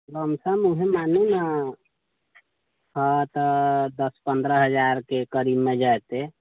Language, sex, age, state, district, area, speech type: Maithili, male, 30-45, Bihar, Sitamarhi, urban, conversation